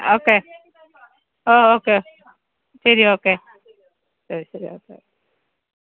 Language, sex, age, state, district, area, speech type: Malayalam, female, 60+, Kerala, Thiruvananthapuram, urban, conversation